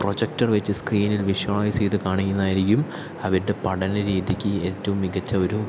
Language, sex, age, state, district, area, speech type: Malayalam, male, 18-30, Kerala, Palakkad, urban, spontaneous